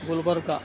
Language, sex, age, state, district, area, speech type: Kannada, male, 60+, Karnataka, Shimoga, rural, spontaneous